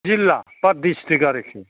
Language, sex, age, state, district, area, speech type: Bodo, male, 60+, Assam, Chirang, rural, conversation